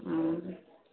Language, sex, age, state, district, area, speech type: Maithili, female, 18-30, Bihar, Araria, rural, conversation